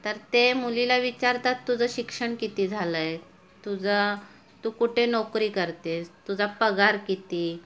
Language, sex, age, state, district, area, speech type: Marathi, female, 30-45, Maharashtra, Ratnagiri, rural, spontaneous